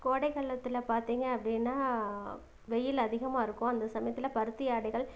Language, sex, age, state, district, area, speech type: Tamil, female, 30-45, Tamil Nadu, Namakkal, rural, spontaneous